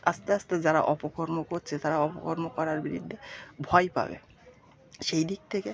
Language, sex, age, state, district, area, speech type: Bengali, male, 30-45, West Bengal, Birbhum, urban, spontaneous